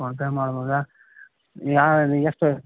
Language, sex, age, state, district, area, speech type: Kannada, male, 18-30, Karnataka, Gadag, urban, conversation